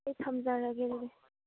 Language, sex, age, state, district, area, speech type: Manipuri, female, 18-30, Manipur, Churachandpur, rural, conversation